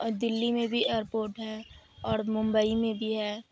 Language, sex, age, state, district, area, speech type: Urdu, female, 30-45, Bihar, Supaul, rural, spontaneous